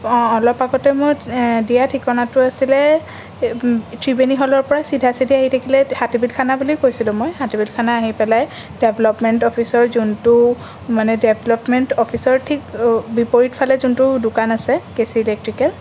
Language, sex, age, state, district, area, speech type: Assamese, female, 18-30, Assam, Sonitpur, urban, spontaneous